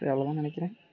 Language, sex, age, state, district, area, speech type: Tamil, male, 18-30, Tamil Nadu, Ariyalur, rural, spontaneous